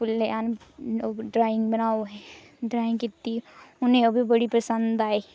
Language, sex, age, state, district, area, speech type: Dogri, female, 30-45, Jammu and Kashmir, Reasi, rural, spontaneous